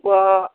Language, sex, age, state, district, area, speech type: Manipuri, male, 60+, Manipur, Kangpokpi, urban, conversation